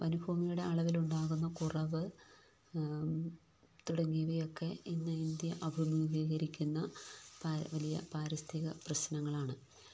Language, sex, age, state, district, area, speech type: Malayalam, female, 45-60, Kerala, Idukki, rural, spontaneous